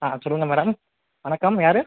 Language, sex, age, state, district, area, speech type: Tamil, male, 45-60, Tamil Nadu, Viluppuram, rural, conversation